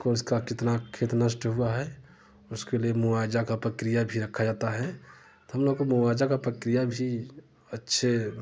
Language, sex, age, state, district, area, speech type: Hindi, male, 30-45, Uttar Pradesh, Prayagraj, rural, spontaneous